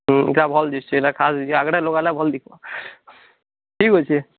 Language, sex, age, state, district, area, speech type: Odia, male, 18-30, Odisha, Bargarh, urban, conversation